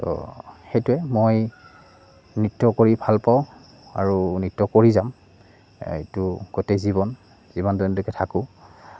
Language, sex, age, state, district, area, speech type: Assamese, male, 18-30, Assam, Goalpara, rural, spontaneous